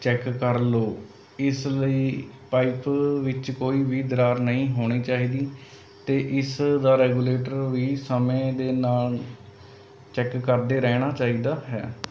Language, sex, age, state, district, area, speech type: Punjabi, male, 30-45, Punjab, Mohali, urban, spontaneous